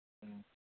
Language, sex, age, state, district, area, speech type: Manipuri, male, 30-45, Manipur, Kangpokpi, urban, conversation